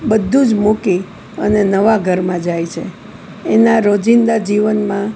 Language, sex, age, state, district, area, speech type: Gujarati, female, 60+, Gujarat, Kheda, rural, spontaneous